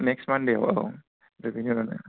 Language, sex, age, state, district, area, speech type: Bodo, male, 30-45, Assam, Kokrajhar, rural, conversation